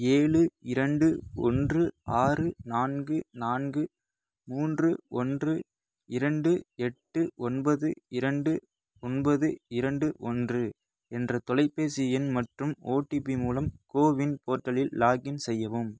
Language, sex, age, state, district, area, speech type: Tamil, male, 30-45, Tamil Nadu, Pudukkottai, rural, read